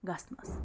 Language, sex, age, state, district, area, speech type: Kashmiri, female, 45-60, Jammu and Kashmir, Budgam, rural, spontaneous